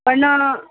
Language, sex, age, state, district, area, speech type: Marathi, female, 30-45, Maharashtra, Nagpur, urban, conversation